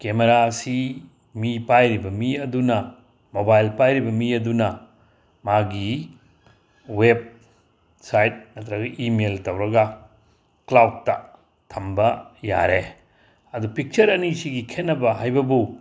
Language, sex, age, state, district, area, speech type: Manipuri, male, 60+, Manipur, Tengnoupal, rural, spontaneous